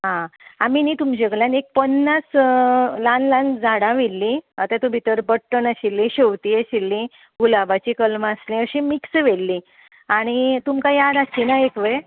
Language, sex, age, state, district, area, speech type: Goan Konkani, female, 45-60, Goa, Ponda, rural, conversation